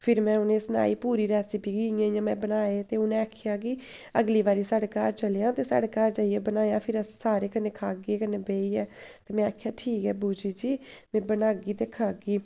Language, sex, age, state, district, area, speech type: Dogri, female, 18-30, Jammu and Kashmir, Samba, rural, spontaneous